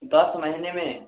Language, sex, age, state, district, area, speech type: Hindi, male, 60+, Madhya Pradesh, Balaghat, rural, conversation